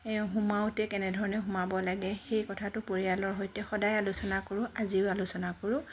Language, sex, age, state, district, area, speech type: Assamese, female, 45-60, Assam, Charaideo, urban, spontaneous